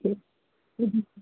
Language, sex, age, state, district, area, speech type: Hindi, female, 18-30, Uttar Pradesh, Pratapgarh, rural, conversation